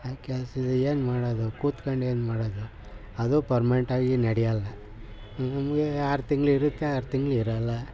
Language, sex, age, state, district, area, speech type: Kannada, male, 60+, Karnataka, Mysore, rural, spontaneous